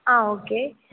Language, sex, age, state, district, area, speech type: Tamil, female, 18-30, Tamil Nadu, Mayiladuthurai, rural, conversation